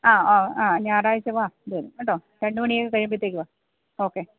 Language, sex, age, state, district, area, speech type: Malayalam, female, 30-45, Kerala, Kollam, rural, conversation